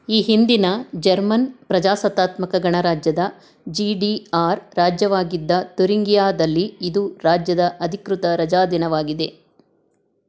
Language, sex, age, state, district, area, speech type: Kannada, female, 60+, Karnataka, Chitradurga, rural, read